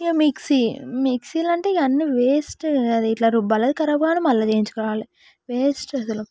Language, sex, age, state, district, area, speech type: Telugu, female, 18-30, Telangana, Yadadri Bhuvanagiri, rural, spontaneous